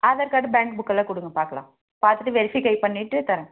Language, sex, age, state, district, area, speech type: Tamil, female, 30-45, Tamil Nadu, Tirupattur, rural, conversation